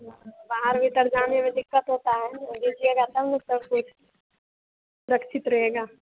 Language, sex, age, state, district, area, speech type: Hindi, female, 30-45, Bihar, Madhepura, rural, conversation